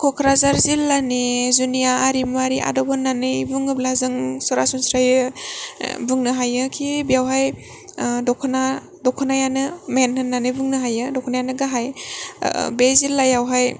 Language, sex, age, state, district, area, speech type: Bodo, female, 18-30, Assam, Kokrajhar, rural, spontaneous